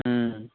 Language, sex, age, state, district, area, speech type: Odia, male, 18-30, Odisha, Nuapada, urban, conversation